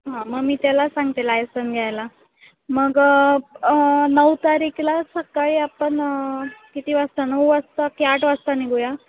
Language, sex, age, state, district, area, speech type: Marathi, female, 18-30, Maharashtra, Sindhudurg, rural, conversation